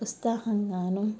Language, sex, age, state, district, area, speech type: Telugu, female, 30-45, Andhra Pradesh, Nellore, urban, spontaneous